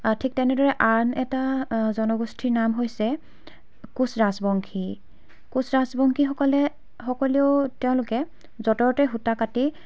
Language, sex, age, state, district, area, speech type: Assamese, female, 18-30, Assam, Dibrugarh, rural, spontaneous